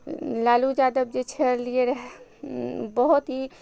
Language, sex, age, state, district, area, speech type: Maithili, female, 30-45, Bihar, Araria, rural, spontaneous